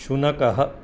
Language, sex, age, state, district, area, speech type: Sanskrit, male, 60+, Karnataka, Dharwad, rural, read